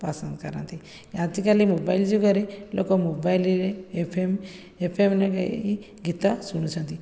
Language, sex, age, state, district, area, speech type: Odia, female, 30-45, Odisha, Khordha, rural, spontaneous